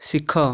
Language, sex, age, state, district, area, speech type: Odia, male, 18-30, Odisha, Nayagarh, rural, read